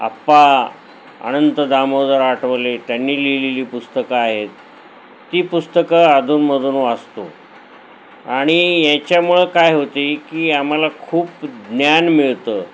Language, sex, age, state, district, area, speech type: Marathi, male, 60+, Maharashtra, Nanded, urban, spontaneous